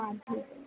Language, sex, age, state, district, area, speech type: Marathi, female, 30-45, Maharashtra, Nanded, rural, conversation